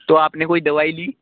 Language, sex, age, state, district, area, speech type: Hindi, male, 45-60, Rajasthan, Jaipur, urban, conversation